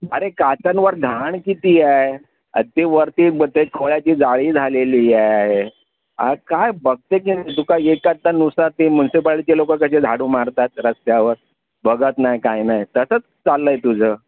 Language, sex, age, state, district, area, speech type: Marathi, male, 60+, Maharashtra, Mumbai Suburban, urban, conversation